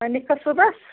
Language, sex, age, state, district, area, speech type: Kashmiri, female, 30-45, Jammu and Kashmir, Bandipora, rural, conversation